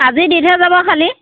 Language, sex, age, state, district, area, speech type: Assamese, female, 30-45, Assam, Sivasagar, rural, conversation